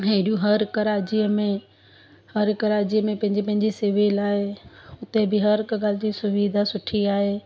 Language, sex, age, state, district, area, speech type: Sindhi, female, 30-45, Gujarat, Surat, urban, spontaneous